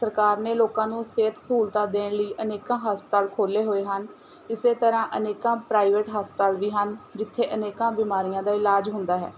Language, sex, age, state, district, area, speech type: Punjabi, female, 18-30, Punjab, Mohali, urban, spontaneous